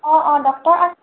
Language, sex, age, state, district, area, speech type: Assamese, female, 30-45, Assam, Morigaon, rural, conversation